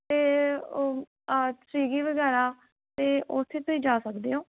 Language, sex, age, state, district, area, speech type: Punjabi, female, 18-30, Punjab, Pathankot, rural, conversation